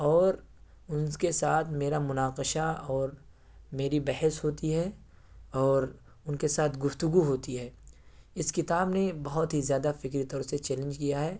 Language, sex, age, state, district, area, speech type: Urdu, male, 18-30, Uttar Pradesh, Ghaziabad, urban, spontaneous